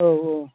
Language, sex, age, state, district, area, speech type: Bodo, male, 45-60, Assam, Chirang, rural, conversation